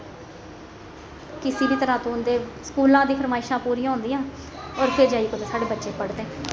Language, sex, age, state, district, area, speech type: Dogri, female, 30-45, Jammu and Kashmir, Jammu, urban, spontaneous